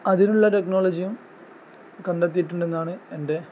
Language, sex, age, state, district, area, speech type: Malayalam, male, 18-30, Kerala, Kozhikode, rural, spontaneous